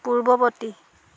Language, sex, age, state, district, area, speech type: Assamese, female, 30-45, Assam, Dhemaji, rural, read